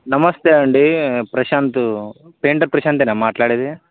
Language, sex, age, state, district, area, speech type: Telugu, male, 18-30, Telangana, Bhadradri Kothagudem, urban, conversation